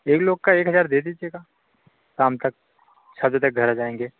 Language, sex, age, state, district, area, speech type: Hindi, male, 30-45, Uttar Pradesh, Bhadohi, rural, conversation